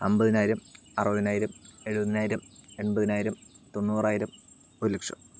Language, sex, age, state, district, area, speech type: Malayalam, male, 30-45, Kerala, Palakkad, urban, spontaneous